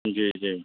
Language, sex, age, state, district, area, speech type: Maithili, male, 45-60, Bihar, Supaul, urban, conversation